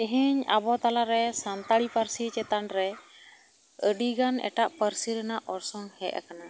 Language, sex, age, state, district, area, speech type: Santali, female, 30-45, West Bengal, Bankura, rural, spontaneous